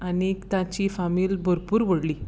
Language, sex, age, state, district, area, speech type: Goan Konkani, female, 30-45, Goa, Tiswadi, rural, spontaneous